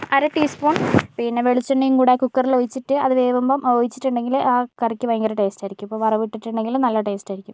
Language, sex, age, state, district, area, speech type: Malayalam, female, 60+, Kerala, Kozhikode, urban, spontaneous